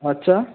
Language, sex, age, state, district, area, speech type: Bengali, male, 18-30, West Bengal, Howrah, urban, conversation